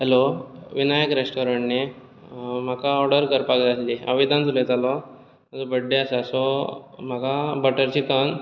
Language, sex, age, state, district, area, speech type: Goan Konkani, male, 18-30, Goa, Bardez, urban, spontaneous